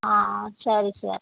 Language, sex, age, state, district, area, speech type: Tamil, female, 45-60, Tamil Nadu, Thoothukudi, rural, conversation